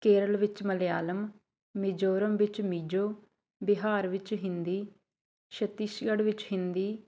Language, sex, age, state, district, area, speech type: Punjabi, female, 30-45, Punjab, Shaheed Bhagat Singh Nagar, urban, spontaneous